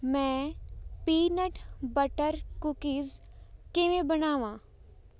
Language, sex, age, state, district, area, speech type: Punjabi, female, 18-30, Punjab, Tarn Taran, rural, read